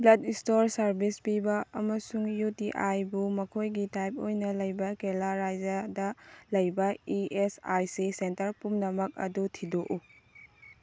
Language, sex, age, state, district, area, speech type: Manipuri, female, 18-30, Manipur, Tengnoupal, rural, read